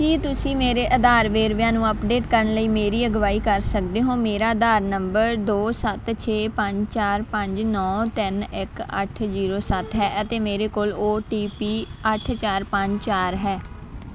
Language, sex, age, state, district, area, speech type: Punjabi, female, 18-30, Punjab, Faridkot, rural, read